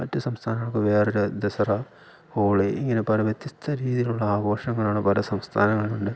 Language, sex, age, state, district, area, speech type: Malayalam, male, 30-45, Kerala, Idukki, rural, spontaneous